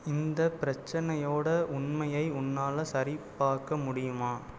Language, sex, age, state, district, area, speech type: Tamil, male, 18-30, Tamil Nadu, Pudukkottai, rural, read